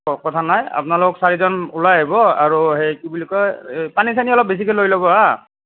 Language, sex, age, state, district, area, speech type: Assamese, male, 30-45, Assam, Nagaon, rural, conversation